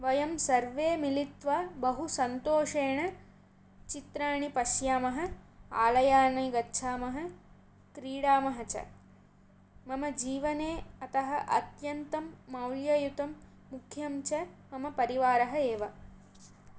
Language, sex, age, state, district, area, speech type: Sanskrit, female, 18-30, Andhra Pradesh, Chittoor, urban, spontaneous